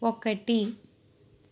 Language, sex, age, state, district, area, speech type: Telugu, female, 30-45, Andhra Pradesh, Guntur, urban, read